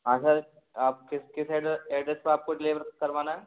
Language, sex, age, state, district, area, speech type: Hindi, male, 18-30, Madhya Pradesh, Gwalior, urban, conversation